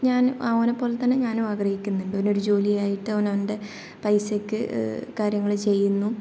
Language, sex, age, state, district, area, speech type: Malayalam, female, 18-30, Kerala, Kannur, rural, spontaneous